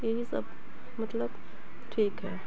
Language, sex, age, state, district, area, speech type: Hindi, female, 45-60, Uttar Pradesh, Hardoi, rural, spontaneous